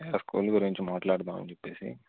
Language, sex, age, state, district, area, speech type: Telugu, male, 18-30, Andhra Pradesh, Guntur, urban, conversation